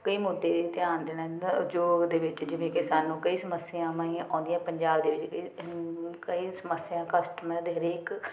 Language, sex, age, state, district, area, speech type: Punjabi, female, 30-45, Punjab, Ludhiana, urban, spontaneous